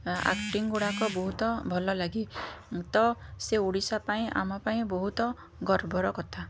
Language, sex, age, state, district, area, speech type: Odia, female, 30-45, Odisha, Puri, urban, spontaneous